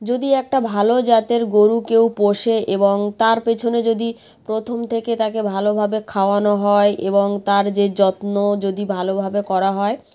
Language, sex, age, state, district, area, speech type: Bengali, female, 30-45, West Bengal, South 24 Parganas, rural, spontaneous